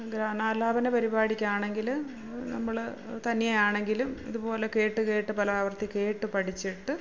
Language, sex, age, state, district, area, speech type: Malayalam, female, 45-60, Kerala, Kollam, rural, spontaneous